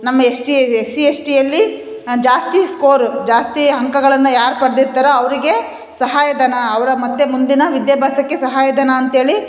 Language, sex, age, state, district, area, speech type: Kannada, female, 45-60, Karnataka, Chitradurga, urban, spontaneous